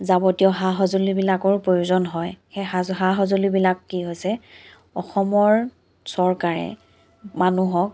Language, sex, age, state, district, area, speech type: Assamese, female, 30-45, Assam, Charaideo, urban, spontaneous